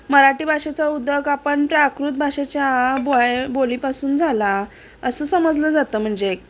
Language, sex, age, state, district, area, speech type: Marathi, female, 30-45, Maharashtra, Sangli, urban, spontaneous